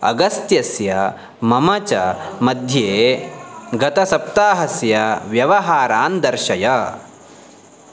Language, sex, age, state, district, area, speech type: Sanskrit, male, 18-30, Karnataka, Uttara Kannada, rural, read